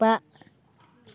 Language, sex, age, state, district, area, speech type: Bodo, female, 45-60, Assam, Chirang, rural, read